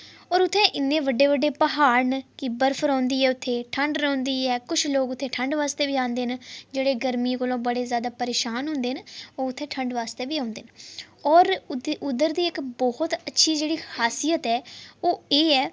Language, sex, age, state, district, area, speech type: Dogri, female, 30-45, Jammu and Kashmir, Udhampur, urban, spontaneous